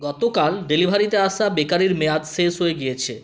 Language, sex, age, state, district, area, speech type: Bengali, male, 18-30, West Bengal, Purulia, rural, read